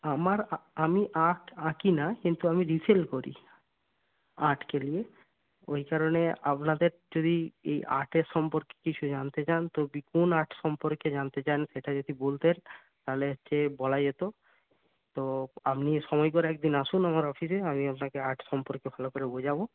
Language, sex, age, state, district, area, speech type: Bengali, male, 60+, West Bengal, Purba Medinipur, rural, conversation